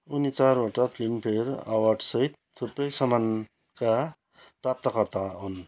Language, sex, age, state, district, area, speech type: Nepali, male, 45-60, West Bengal, Kalimpong, rural, read